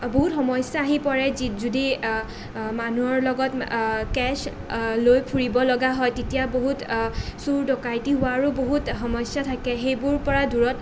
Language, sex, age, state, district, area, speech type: Assamese, female, 18-30, Assam, Nalbari, rural, spontaneous